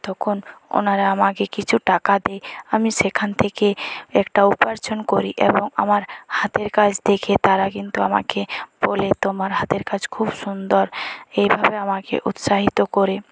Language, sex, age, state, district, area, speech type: Bengali, female, 18-30, West Bengal, Jhargram, rural, spontaneous